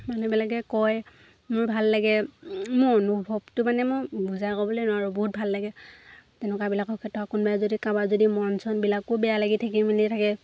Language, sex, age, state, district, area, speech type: Assamese, female, 18-30, Assam, Lakhimpur, rural, spontaneous